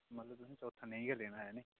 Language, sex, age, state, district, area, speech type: Dogri, male, 18-30, Jammu and Kashmir, Udhampur, urban, conversation